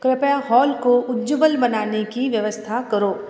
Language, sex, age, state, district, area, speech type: Hindi, female, 30-45, Rajasthan, Jodhpur, urban, read